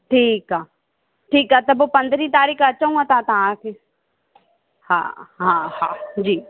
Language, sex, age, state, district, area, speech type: Sindhi, female, 18-30, Madhya Pradesh, Katni, rural, conversation